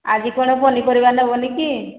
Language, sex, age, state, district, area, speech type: Odia, female, 45-60, Odisha, Angul, rural, conversation